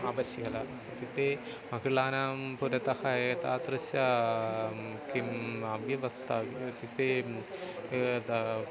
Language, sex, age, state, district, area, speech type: Sanskrit, male, 45-60, Kerala, Thiruvananthapuram, urban, spontaneous